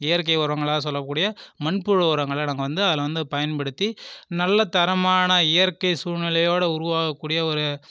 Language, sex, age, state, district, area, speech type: Tamil, male, 30-45, Tamil Nadu, Viluppuram, rural, spontaneous